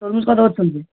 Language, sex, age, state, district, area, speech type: Bengali, male, 18-30, West Bengal, Hooghly, urban, conversation